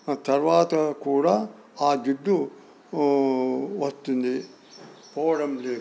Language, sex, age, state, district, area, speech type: Telugu, male, 60+, Andhra Pradesh, Sri Satya Sai, urban, spontaneous